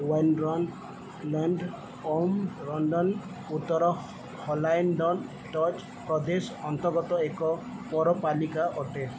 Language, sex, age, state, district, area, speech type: Odia, male, 18-30, Odisha, Sundergarh, urban, read